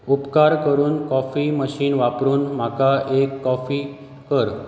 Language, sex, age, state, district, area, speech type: Goan Konkani, male, 30-45, Goa, Bardez, rural, read